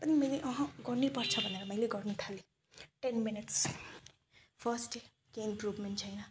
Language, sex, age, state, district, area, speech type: Nepali, female, 30-45, West Bengal, Alipurduar, urban, spontaneous